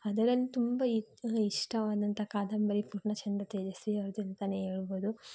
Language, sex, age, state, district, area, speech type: Kannada, female, 30-45, Karnataka, Tumkur, rural, spontaneous